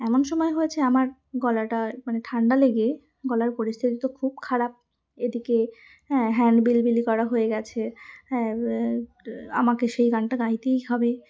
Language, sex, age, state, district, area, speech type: Bengali, female, 30-45, West Bengal, Darjeeling, urban, spontaneous